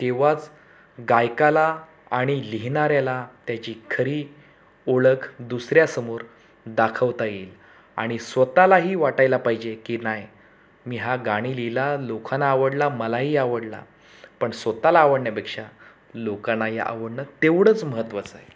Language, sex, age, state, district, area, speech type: Marathi, male, 30-45, Maharashtra, Raigad, rural, spontaneous